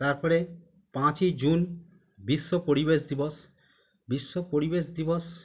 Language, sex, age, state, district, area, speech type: Bengali, male, 45-60, West Bengal, Howrah, urban, spontaneous